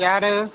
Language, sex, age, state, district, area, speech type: Tamil, male, 30-45, Tamil Nadu, Ariyalur, rural, conversation